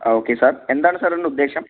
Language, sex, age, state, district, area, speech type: Malayalam, male, 18-30, Kerala, Kannur, rural, conversation